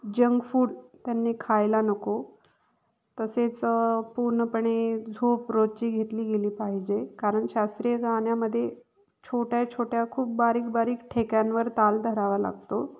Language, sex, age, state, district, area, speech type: Marathi, female, 30-45, Maharashtra, Nashik, urban, spontaneous